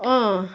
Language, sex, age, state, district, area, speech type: Nepali, female, 45-60, West Bengal, Darjeeling, rural, spontaneous